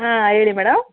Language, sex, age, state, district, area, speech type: Kannada, female, 30-45, Karnataka, Kolar, urban, conversation